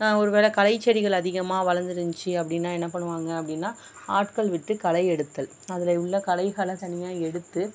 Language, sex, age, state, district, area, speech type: Tamil, female, 60+, Tamil Nadu, Mayiladuthurai, rural, spontaneous